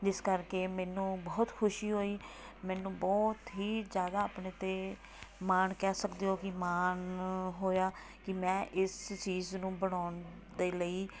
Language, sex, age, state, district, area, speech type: Punjabi, female, 45-60, Punjab, Tarn Taran, rural, spontaneous